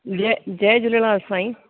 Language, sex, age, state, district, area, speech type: Sindhi, female, 30-45, Rajasthan, Ajmer, urban, conversation